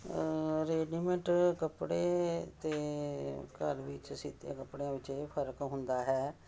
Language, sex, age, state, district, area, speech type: Punjabi, female, 45-60, Punjab, Jalandhar, urban, spontaneous